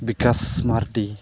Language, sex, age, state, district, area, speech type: Santali, male, 45-60, Odisha, Mayurbhanj, rural, spontaneous